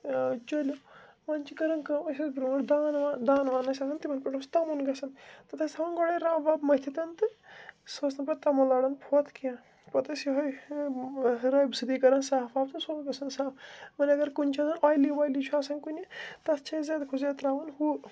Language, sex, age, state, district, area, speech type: Kashmiri, male, 18-30, Jammu and Kashmir, Srinagar, urban, spontaneous